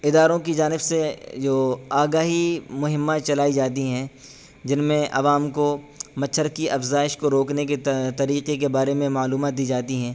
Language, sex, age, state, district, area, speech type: Urdu, male, 18-30, Uttar Pradesh, Saharanpur, urban, spontaneous